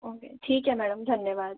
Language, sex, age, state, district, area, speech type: Hindi, female, 30-45, Rajasthan, Jaipur, urban, conversation